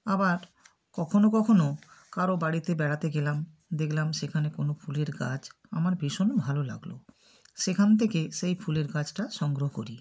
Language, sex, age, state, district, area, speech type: Bengali, female, 60+, West Bengal, South 24 Parganas, rural, spontaneous